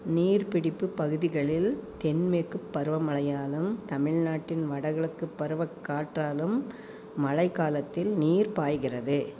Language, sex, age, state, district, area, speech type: Tamil, female, 45-60, Tamil Nadu, Coimbatore, rural, read